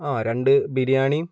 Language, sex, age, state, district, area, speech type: Malayalam, male, 18-30, Kerala, Kozhikode, urban, spontaneous